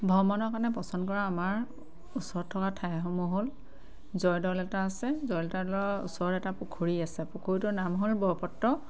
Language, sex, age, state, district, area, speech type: Assamese, female, 30-45, Assam, Sivasagar, rural, spontaneous